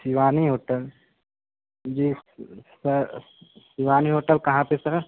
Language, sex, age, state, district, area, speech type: Hindi, male, 18-30, Uttar Pradesh, Mirzapur, rural, conversation